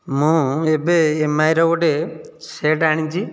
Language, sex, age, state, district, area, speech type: Odia, male, 30-45, Odisha, Nayagarh, rural, spontaneous